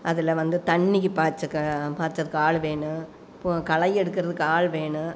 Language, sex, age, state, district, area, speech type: Tamil, female, 45-60, Tamil Nadu, Coimbatore, rural, spontaneous